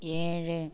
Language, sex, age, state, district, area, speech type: Tamil, female, 60+, Tamil Nadu, Ariyalur, rural, read